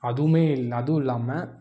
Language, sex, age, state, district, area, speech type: Tamil, male, 18-30, Tamil Nadu, Coimbatore, rural, spontaneous